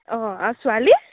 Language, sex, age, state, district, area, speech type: Assamese, female, 30-45, Assam, Lakhimpur, rural, conversation